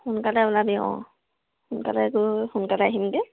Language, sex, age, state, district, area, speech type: Assamese, female, 18-30, Assam, Sivasagar, rural, conversation